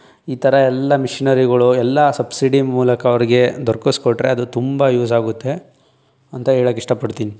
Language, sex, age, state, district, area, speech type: Kannada, male, 18-30, Karnataka, Tumkur, rural, spontaneous